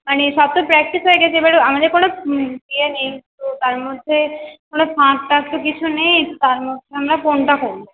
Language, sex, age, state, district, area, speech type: Bengali, female, 18-30, West Bengal, Purba Bardhaman, urban, conversation